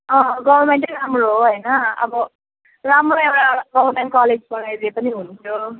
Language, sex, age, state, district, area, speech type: Nepali, female, 18-30, West Bengal, Jalpaiguri, rural, conversation